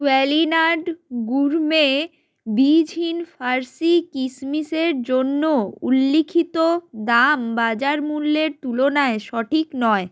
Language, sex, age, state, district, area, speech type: Bengali, female, 18-30, West Bengal, North 24 Parganas, rural, read